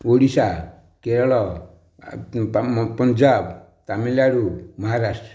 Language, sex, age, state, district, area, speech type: Odia, male, 60+, Odisha, Nayagarh, rural, spontaneous